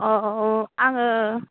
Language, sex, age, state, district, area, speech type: Bodo, female, 18-30, Assam, Udalguri, urban, conversation